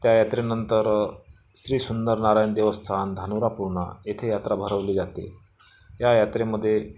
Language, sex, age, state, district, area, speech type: Marathi, male, 45-60, Maharashtra, Amravati, rural, spontaneous